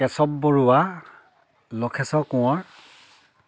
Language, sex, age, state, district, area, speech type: Assamese, male, 30-45, Assam, Dhemaji, urban, spontaneous